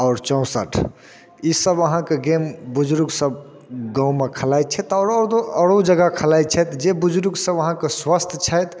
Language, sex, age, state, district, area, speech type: Maithili, male, 30-45, Bihar, Darbhanga, rural, spontaneous